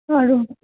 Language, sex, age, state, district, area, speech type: Hindi, female, 45-60, Bihar, Muzaffarpur, rural, conversation